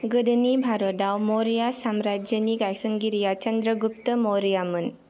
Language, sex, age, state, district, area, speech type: Bodo, female, 18-30, Assam, Kokrajhar, rural, read